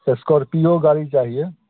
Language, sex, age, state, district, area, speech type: Hindi, male, 30-45, Bihar, Muzaffarpur, rural, conversation